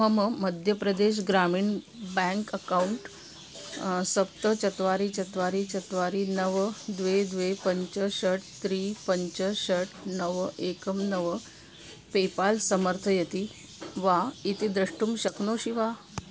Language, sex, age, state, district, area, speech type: Sanskrit, female, 45-60, Maharashtra, Nagpur, urban, read